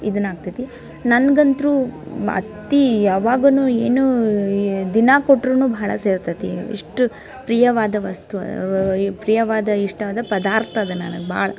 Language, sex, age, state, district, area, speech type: Kannada, female, 18-30, Karnataka, Dharwad, rural, spontaneous